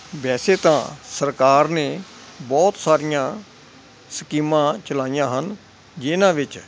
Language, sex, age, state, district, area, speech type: Punjabi, male, 60+, Punjab, Hoshiarpur, rural, spontaneous